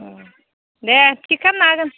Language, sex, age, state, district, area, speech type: Bodo, female, 30-45, Assam, Udalguri, urban, conversation